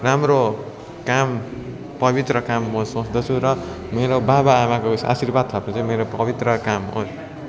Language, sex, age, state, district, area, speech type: Nepali, male, 18-30, West Bengal, Darjeeling, rural, spontaneous